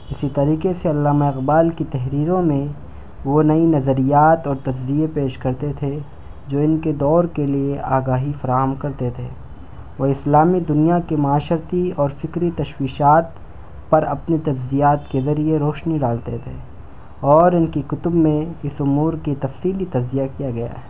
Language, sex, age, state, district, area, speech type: Urdu, male, 18-30, Delhi, South Delhi, urban, spontaneous